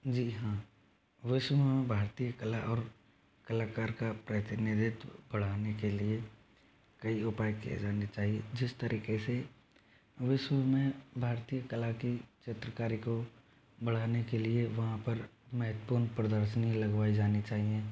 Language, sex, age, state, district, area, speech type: Hindi, male, 45-60, Rajasthan, Jodhpur, urban, spontaneous